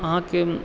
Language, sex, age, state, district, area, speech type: Maithili, male, 18-30, Bihar, Purnia, urban, spontaneous